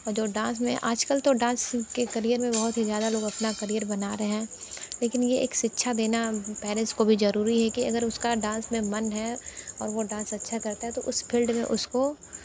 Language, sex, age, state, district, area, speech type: Hindi, female, 60+, Uttar Pradesh, Sonbhadra, rural, spontaneous